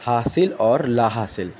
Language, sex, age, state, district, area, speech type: Urdu, male, 18-30, Uttar Pradesh, Shahjahanpur, urban, spontaneous